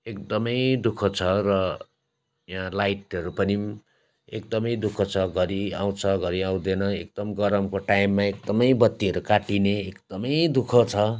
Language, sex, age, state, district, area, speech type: Nepali, male, 30-45, West Bengal, Darjeeling, rural, spontaneous